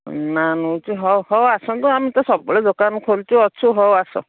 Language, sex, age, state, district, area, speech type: Odia, female, 60+, Odisha, Jharsuguda, rural, conversation